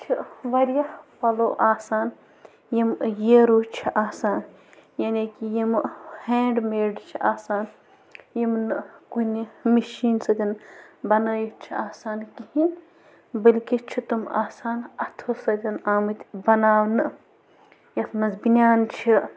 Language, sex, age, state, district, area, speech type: Kashmiri, female, 18-30, Jammu and Kashmir, Bandipora, rural, spontaneous